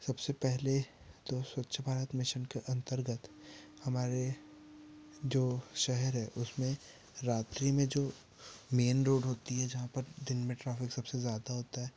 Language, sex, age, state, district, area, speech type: Hindi, male, 30-45, Madhya Pradesh, Betul, rural, spontaneous